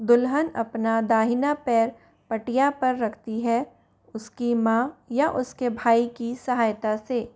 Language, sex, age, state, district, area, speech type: Hindi, female, 60+, Rajasthan, Jaipur, urban, read